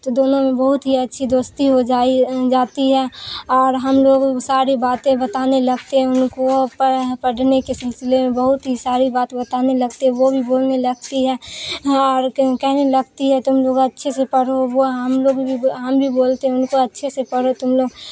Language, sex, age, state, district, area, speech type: Urdu, female, 18-30, Bihar, Supaul, urban, spontaneous